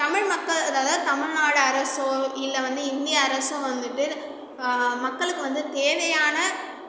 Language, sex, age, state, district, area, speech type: Tamil, female, 30-45, Tamil Nadu, Cuddalore, rural, spontaneous